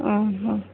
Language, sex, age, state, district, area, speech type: Odia, female, 45-60, Odisha, Sambalpur, rural, conversation